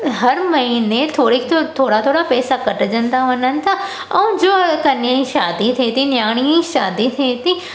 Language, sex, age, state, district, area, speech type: Sindhi, female, 18-30, Gujarat, Surat, urban, spontaneous